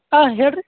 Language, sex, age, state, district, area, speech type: Kannada, male, 45-60, Karnataka, Belgaum, rural, conversation